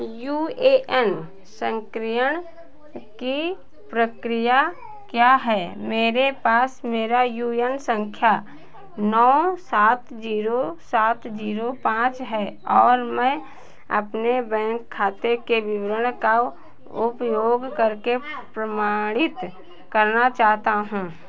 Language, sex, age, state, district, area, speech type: Hindi, female, 45-60, Uttar Pradesh, Hardoi, rural, read